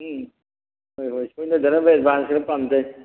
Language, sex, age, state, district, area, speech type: Manipuri, male, 60+, Manipur, Thoubal, rural, conversation